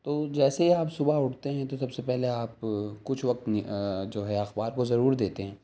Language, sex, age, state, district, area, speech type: Urdu, male, 30-45, Delhi, South Delhi, rural, spontaneous